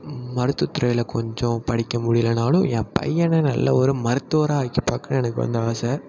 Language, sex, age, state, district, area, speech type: Tamil, male, 18-30, Tamil Nadu, Thanjavur, rural, spontaneous